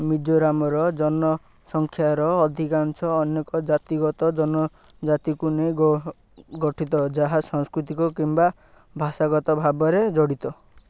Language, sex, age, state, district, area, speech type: Odia, male, 18-30, Odisha, Ganjam, rural, read